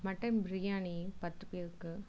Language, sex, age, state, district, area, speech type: Tamil, female, 45-60, Tamil Nadu, Tiruvarur, rural, spontaneous